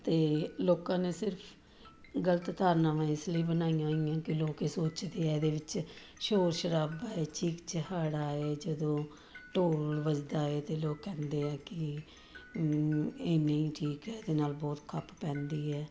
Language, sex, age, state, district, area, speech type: Punjabi, female, 45-60, Punjab, Jalandhar, urban, spontaneous